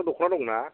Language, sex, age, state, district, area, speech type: Bodo, male, 30-45, Assam, Kokrajhar, rural, conversation